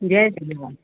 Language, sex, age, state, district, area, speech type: Sindhi, female, 45-60, Maharashtra, Thane, urban, conversation